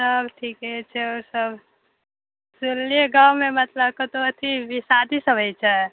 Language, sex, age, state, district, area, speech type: Maithili, female, 45-60, Bihar, Saharsa, rural, conversation